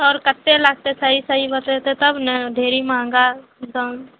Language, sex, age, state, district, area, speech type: Maithili, female, 18-30, Bihar, Araria, urban, conversation